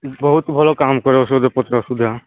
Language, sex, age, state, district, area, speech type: Odia, male, 18-30, Odisha, Nabarangpur, urban, conversation